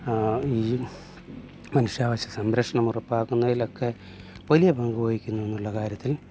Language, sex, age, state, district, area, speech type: Malayalam, male, 45-60, Kerala, Alappuzha, urban, spontaneous